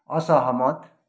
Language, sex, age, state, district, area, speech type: Nepali, male, 45-60, West Bengal, Kalimpong, rural, read